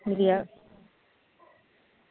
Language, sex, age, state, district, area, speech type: Dogri, female, 30-45, Jammu and Kashmir, Reasi, rural, conversation